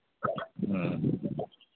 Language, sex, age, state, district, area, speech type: Manipuri, male, 45-60, Manipur, Imphal East, rural, conversation